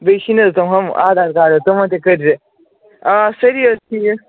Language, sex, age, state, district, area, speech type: Kashmiri, male, 18-30, Jammu and Kashmir, Kupwara, rural, conversation